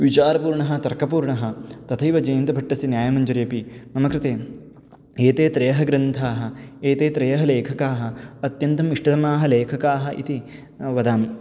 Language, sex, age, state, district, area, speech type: Sanskrit, male, 18-30, Karnataka, Bangalore Urban, urban, spontaneous